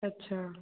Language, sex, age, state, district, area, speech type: Hindi, other, 45-60, Madhya Pradesh, Bhopal, urban, conversation